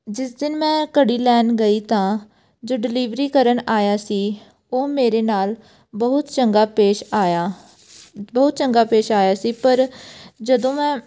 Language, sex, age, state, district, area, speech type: Punjabi, female, 18-30, Punjab, Pathankot, rural, spontaneous